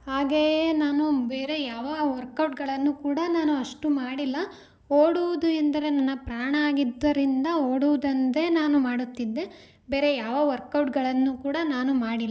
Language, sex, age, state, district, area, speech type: Kannada, female, 18-30, Karnataka, Davanagere, rural, spontaneous